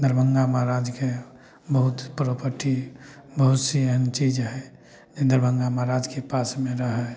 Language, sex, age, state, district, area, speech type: Maithili, male, 45-60, Bihar, Samastipur, rural, spontaneous